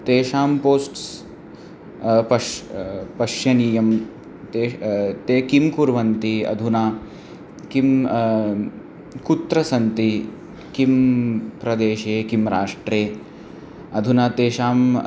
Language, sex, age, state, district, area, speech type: Sanskrit, male, 18-30, Punjab, Amritsar, urban, spontaneous